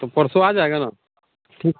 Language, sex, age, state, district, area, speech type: Hindi, male, 30-45, Bihar, Muzaffarpur, urban, conversation